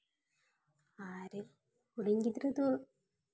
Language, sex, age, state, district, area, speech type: Santali, female, 30-45, Jharkhand, Seraikela Kharsawan, rural, spontaneous